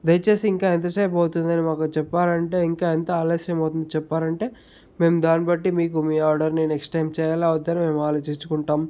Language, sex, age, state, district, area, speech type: Telugu, male, 45-60, Andhra Pradesh, Sri Balaji, rural, spontaneous